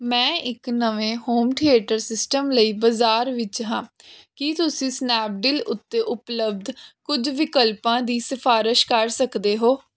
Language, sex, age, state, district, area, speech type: Punjabi, female, 18-30, Punjab, Jalandhar, urban, read